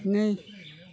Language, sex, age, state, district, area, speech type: Bodo, female, 60+, Assam, Chirang, rural, read